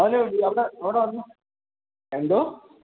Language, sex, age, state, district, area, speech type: Malayalam, male, 18-30, Kerala, Idukki, rural, conversation